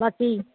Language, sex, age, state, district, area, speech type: Punjabi, female, 30-45, Punjab, Kapurthala, rural, conversation